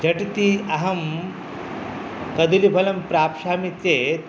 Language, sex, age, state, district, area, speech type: Sanskrit, male, 30-45, West Bengal, North 24 Parganas, urban, spontaneous